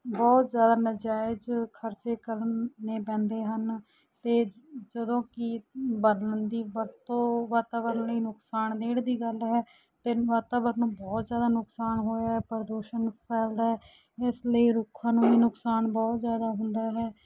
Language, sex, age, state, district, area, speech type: Punjabi, female, 30-45, Punjab, Mansa, urban, spontaneous